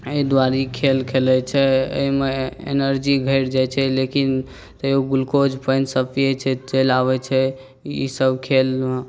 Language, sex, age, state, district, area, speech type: Maithili, male, 18-30, Bihar, Saharsa, rural, spontaneous